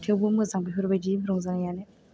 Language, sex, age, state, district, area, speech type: Bodo, female, 18-30, Assam, Chirang, urban, spontaneous